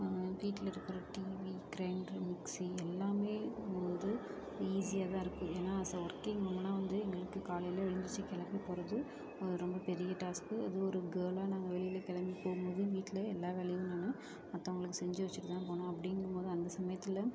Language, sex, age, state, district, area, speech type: Tamil, female, 30-45, Tamil Nadu, Ariyalur, rural, spontaneous